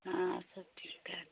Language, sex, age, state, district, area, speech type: Hindi, female, 45-60, Uttar Pradesh, Chandauli, rural, conversation